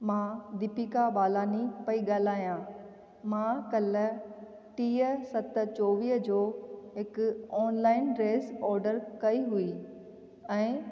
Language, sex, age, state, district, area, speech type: Sindhi, female, 30-45, Rajasthan, Ajmer, urban, spontaneous